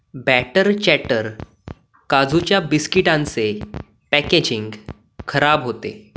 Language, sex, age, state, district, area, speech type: Marathi, male, 18-30, Maharashtra, Sindhudurg, rural, read